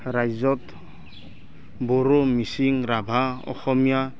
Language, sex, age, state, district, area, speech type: Assamese, male, 30-45, Assam, Barpeta, rural, spontaneous